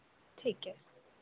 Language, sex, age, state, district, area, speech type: Hindi, female, 18-30, Madhya Pradesh, Chhindwara, urban, conversation